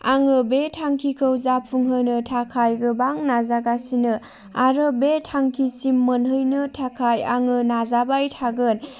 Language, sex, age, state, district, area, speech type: Bodo, female, 30-45, Assam, Chirang, rural, spontaneous